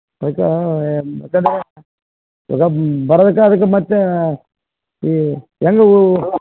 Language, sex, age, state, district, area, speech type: Kannada, male, 45-60, Karnataka, Bellary, rural, conversation